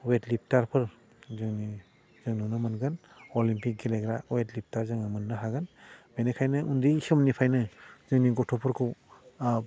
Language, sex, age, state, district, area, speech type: Bodo, male, 45-60, Assam, Udalguri, urban, spontaneous